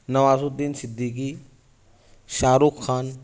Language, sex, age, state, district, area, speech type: Urdu, male, 18-30, Maharashtra, Nashik, urban, spontaneous